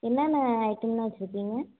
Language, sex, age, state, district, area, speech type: Tamil, female, 30-45, Tamil Nadu, Tiruvarur, rural, conversation